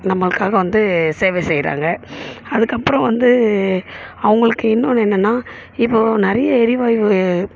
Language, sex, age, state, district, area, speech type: Tamil, female, 30-45, Tamil Nadu, Chennai, urban, spontaneous